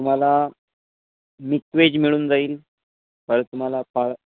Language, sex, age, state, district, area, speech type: Marathi, male, 18-30, Maharashtra, Washim, rural, conversation